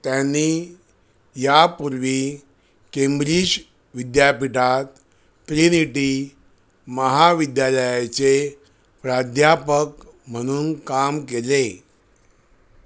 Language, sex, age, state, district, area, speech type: Marathi, male, 60+, Maharashtra, Thane, rural, read